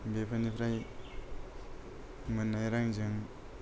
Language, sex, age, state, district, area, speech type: Bodo, male, 30-45, Assam, Kokrajhar, rural, spontaneous